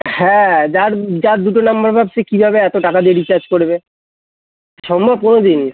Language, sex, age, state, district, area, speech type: Bengali, male, 18-30, West Bengal, Kolkata, urban, conversation